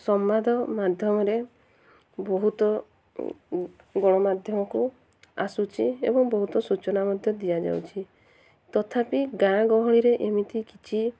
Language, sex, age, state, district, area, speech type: Odia, female, 30-45, Odisha, Mayurbhanj, rural, spontaneous